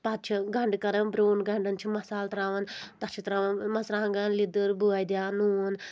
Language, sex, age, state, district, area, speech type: Kashmiri, female, 18-30, Jammu and Kashmir, Anantnag, rural, spontaneous